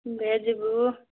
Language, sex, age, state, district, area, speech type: Maithili, female, 18-30, Bihar, Samastipur, urban, conversation